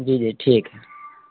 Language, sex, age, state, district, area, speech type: Urdu, male, 30-45, Bihar, East Champaran, urban, conversation